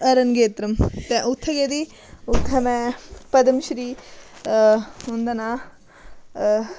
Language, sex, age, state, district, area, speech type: Dogri, female, 18-30, Jammu and Kashmir, Udhampur, rural, spontaneous